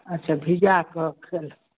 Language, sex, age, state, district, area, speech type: Maithili, female, 60+, Bihar, Madhubani, rural, conversation